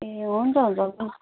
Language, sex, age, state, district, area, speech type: Nepali, female, 45-60, West Bengal, Darjeeling, rural, conversation